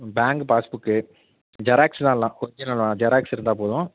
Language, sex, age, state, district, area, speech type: Tamil, male, 18-30, Tamil Nadu, Mayiladuthurai, rural, conversation